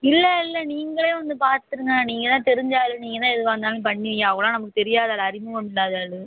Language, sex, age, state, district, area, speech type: Tamil, female, 18-30, Tamil Nadu, Sivaganga, rural, conversation